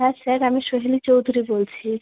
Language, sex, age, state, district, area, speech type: Bengali, female, 18-30, West Bengal, Malda, rural, conversation